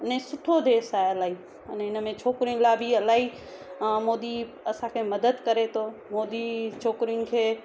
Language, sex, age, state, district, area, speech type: Sindhi, female, 30-45, Gujarat, Surat, urban, spontaneous